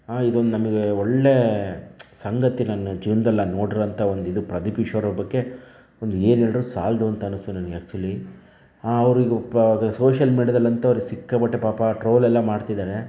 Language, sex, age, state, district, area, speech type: Kannada, male, 30-45, Karnataka, Chitradurga, rural, spontaneous